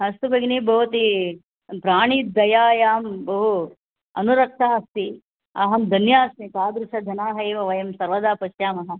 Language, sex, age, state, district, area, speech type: Sanskrit, female, 60+, Karnataka, Bangalore Urban, urban, conversation